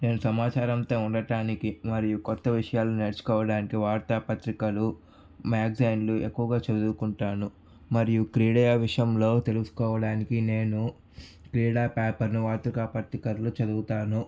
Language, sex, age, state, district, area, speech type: Telugu, male, 18-30, Andhra Pradesh, Sri Balaji, urban, spontaneous